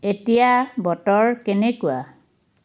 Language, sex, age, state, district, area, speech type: Assamese, female, 45-60, Assam, Biswanath, rural, read